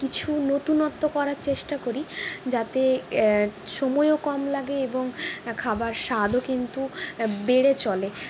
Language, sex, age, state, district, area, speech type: Bengali, female, 45-60, West Bengal, Purulia, urban, spontaneous